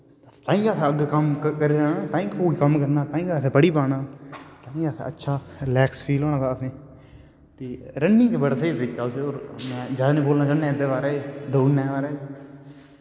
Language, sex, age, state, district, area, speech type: Dogri, male, 18-30, Jammu and Kashmir, Udhampur, rural, spontaneous